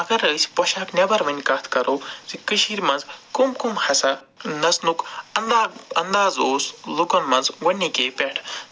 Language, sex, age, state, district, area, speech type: Kashmiri, male, 45-60, Jammu and Kashmir, Srinagar, urban, spontaneous